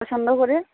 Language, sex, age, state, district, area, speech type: Bengali, female, 18-30, West Bengal, Uttar Dinajpur, urban, conversation